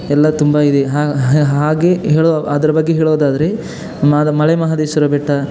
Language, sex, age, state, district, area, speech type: Kannada, male, 18-30, Karnataka, Chamarajanagar, urban, spontaneous